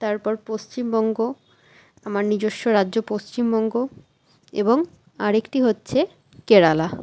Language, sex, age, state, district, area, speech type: Bengali, female, 30-45, West Bengal, Malda, rural, spontaneous